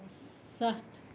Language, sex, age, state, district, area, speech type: Kashmiri, female, 45-60, Jammu and Kashmir, Srinagar, rural, read